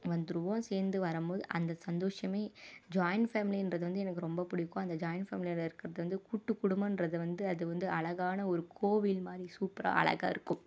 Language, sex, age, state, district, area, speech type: Tamil, female, 30-45, Tamil Nadu, Dharmapuri, rural, spontaneous